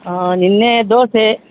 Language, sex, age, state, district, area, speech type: Kannada, male, 30-45, Karnataka, Udupi, rural, conversation